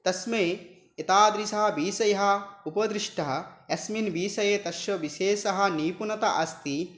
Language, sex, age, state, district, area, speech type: Sanskrit, male, 18-30, West Bengal, Dakshin Dinajpur, rural, spontaneous